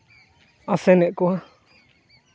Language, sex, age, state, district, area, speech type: Santali, male, 18-30, West Bengal, Purba Bardhaman, rural, spontaneous